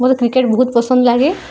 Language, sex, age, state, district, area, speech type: Odia, female, 18-30, Odisha, Subarnapur, urban, spontaneous